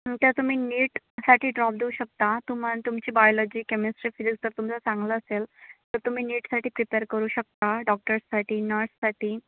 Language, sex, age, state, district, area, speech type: Marathi, female, 18-30, Maharashtra, Wardha, rural, conversation